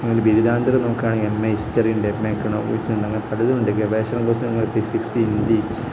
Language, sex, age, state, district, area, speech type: Malayalam, male, 18-30, Kerala, Kozhikode, rural, spontaneous